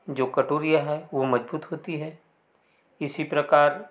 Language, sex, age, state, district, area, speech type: Hindi, male, 45-60, Madhya Pradesh, Betul, rural, spontaneous